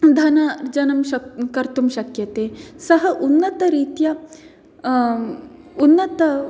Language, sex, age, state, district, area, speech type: Sanskrit, female, 30-45, Karnataka, Dakshina Kannada, rural, spontaneous